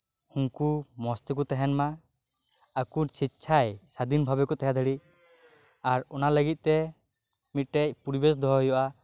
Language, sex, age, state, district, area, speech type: Santali, male, 18-30, West Bengal, Birbhum, rural, spontaneous